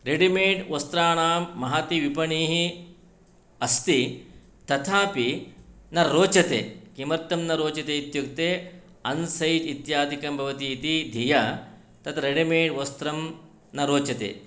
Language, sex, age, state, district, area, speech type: Sanskrit, male, 60+, Karnataka, Shimoga, urban, spontaneous